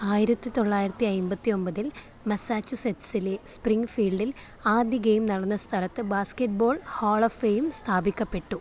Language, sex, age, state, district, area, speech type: Malayalam, female, 18-30, Kerala, Thrissur, rural, read